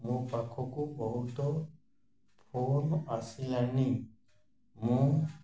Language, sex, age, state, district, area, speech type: Odia, male, 60+, Odisha, Ganjam, urban, spontaneous